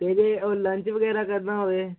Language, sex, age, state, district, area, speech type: Punjabi, male, 18-30, Punjab, Hoshiarpur, rural, conversation